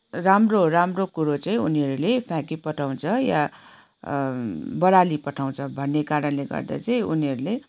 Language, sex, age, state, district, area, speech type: Nepali, female, 30-45, West Bengal, Kalimpong, rural, spontaneous